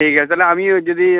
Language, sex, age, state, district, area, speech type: Bengali, male, 30-45, West Bengal, Uttar Dinajpur, urban, conversation